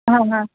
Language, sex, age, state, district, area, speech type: Marathi, female, 18-30, Maharashtra, Ratnagiri, urban, conversation